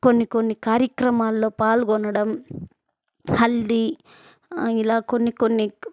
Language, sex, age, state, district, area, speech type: Telugu, female, 18-30, Andhra Pradesh, Chittoor, rural, spontaneous